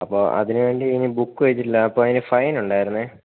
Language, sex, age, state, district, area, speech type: Malayalam, male, 18-30, Kerala, Idukki, rural, conversation